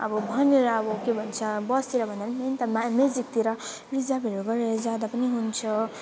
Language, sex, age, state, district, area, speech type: Nepali, female, 18-30, West Bengal, Alipurduar, urban, spontaneous